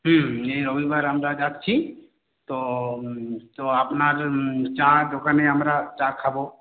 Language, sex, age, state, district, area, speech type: Bengali, male, 60+, West Bengal, Purulia, rural, conversation